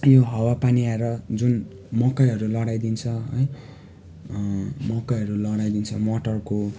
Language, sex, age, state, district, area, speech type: Nepali, male, 18-30, West Bengal, Darjeeling, rural, spontaneous